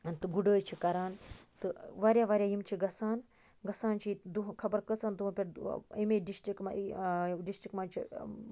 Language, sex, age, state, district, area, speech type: Kashmiri, female, 45-60, Jammu and Kashmir, Baramulla, rural, spontaneous